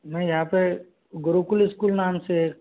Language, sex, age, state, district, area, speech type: Hindi, male, 18-30, Rajasthan, Karauli, rural, conversation